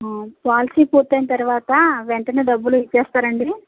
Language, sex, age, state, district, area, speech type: Telugu, male, 45-60, Andhra Pradesh, West Godavari, rural, conversation